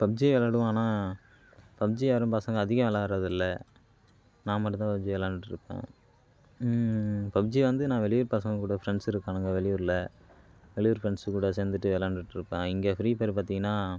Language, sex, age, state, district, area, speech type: Tamil, male, 18-30, Tamil Nadu, Kallakurichi, urban, spontaneous